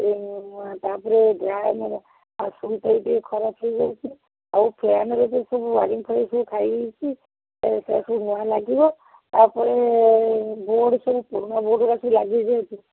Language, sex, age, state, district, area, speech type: Odia, female, 60+, Odisha, Gajapati, rural, conversation